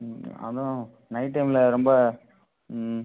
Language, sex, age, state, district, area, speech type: Tamil, male, 18-30, Tamil Nadu, Ariyalur, rural, conversation